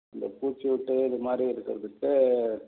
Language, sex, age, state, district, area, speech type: Tamil, male, 60+, Tamil Nadu, Madurai, rural, conversation